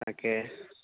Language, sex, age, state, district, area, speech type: Assamese, male, 18-30, Assam, Lakhimpur, urban, conversation